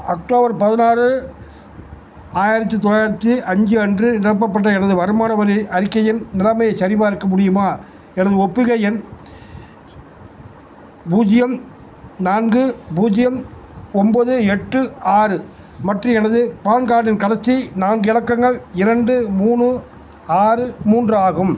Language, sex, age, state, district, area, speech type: Tamil, male, 60+, Tamil Nadu, Tiruchirappalli, rural, read